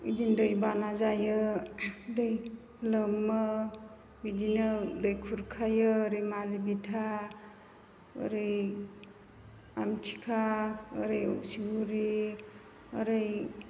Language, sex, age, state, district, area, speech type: Bodo, female, 45-60, Assam, Chirang, rural, spontaneous